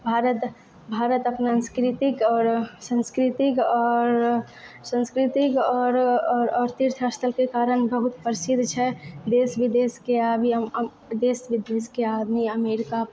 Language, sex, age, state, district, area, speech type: Maithili, female, 18-30, Bihar, Purnia, rural, spontaneous